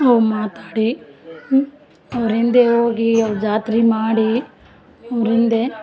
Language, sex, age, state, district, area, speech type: Kannada, female, 45-60, Karnataka, Vijayanagara, rural, spontaneous